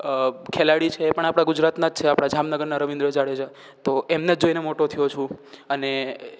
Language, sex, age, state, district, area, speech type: Gujarati, male, 18-30, Gujarat, Rajkot, rural, spontaneous